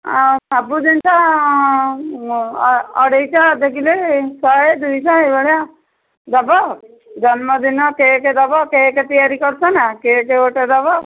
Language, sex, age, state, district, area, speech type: Odia, female, 45-60, Odisha, Angul, rural, conversation